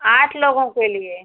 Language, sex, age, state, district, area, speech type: Hindi, female, 45-60, Uttar Pradesh, Mau, urban, conversation